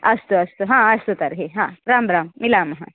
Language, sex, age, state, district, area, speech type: Sanskrit, female, 18-30, Karnataka, Koppal, rural, conversation